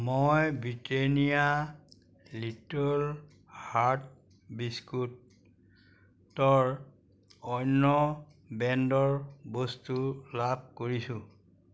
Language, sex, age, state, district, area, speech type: Assamese, male, 60+, Assam, Majuli, rural, read